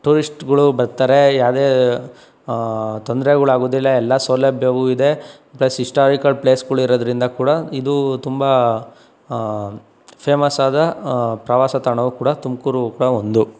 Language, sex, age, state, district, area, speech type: Kannada, male, 18-30, Karnataka, Tumkur, rural, spontaneous